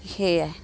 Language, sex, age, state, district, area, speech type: Assamese, female, 45-60, Assam, Dibrugarh, rural, spontaneous